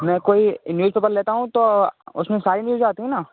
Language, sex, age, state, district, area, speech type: Hindi, male, 18-30, Rajasthan, Bharatpur, rural, conversation